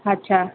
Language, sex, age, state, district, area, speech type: Sindhi, female, 45-60, Delhi, South Delhi, urban, conversation